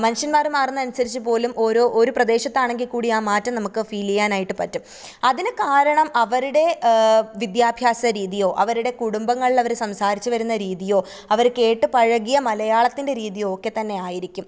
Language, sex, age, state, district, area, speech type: Malayalam, female, 18-30, Kerala, Thiruvananthapuram, rural, spontaneous